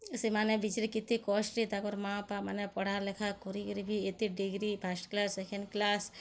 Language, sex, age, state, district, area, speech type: Odia, female, 30-45, Odisha, Bargarh, urban, spontaneous